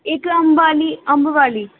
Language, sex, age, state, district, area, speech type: Sindhi, female, 18-30, Delhi, South Delhi, urban, conversation